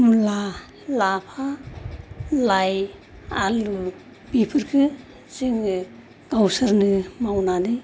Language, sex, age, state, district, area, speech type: Bodo, female, 45-60, Assam, Kokrajhar, urban, spontaneous